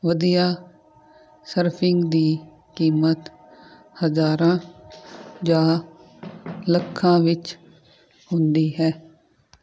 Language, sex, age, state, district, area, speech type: Punjabi, female, 30-45, Punjab, Fazilka, rural, spontaneous